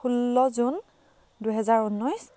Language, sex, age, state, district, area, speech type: Assamese, female, 18-30, Assam, Biswanath, rural, spontaneous